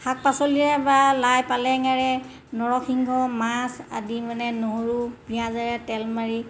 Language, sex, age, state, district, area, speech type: Assamese, female, 60+, Assam, Golaghat, urban, spontaneous